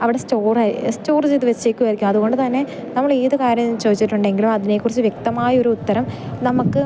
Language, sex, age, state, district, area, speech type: Malayalam, female, 18-30, Kerala, Idukki, rural, spontaneous